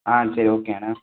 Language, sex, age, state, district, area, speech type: Tamil, male, 18-30, Tamil Nadu, Sivaganga, rural, conversation